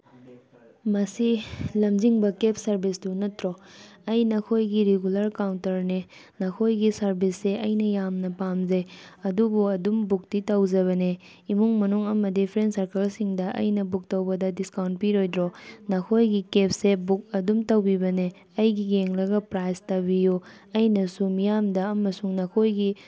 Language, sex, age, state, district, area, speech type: Manipuri, female, 30-45, Manipur, Tengnoupal, urban, spontaneous